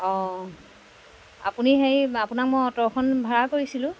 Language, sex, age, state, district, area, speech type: Assamese, female, 30-45, Assam, Jorhat, urban, spontaneous